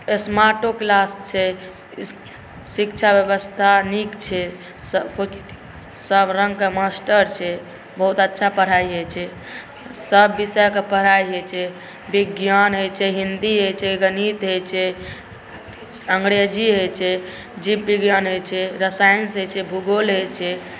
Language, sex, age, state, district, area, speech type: Maithili, male, 18-30, Bihar, Saharsa, rural, spontaneous